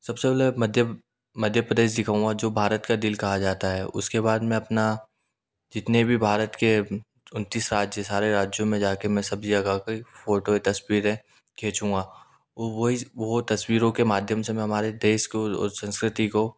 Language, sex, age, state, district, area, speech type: Hindi, male, 18-30, Madhya Pradesh, Indore, urban, spontaneous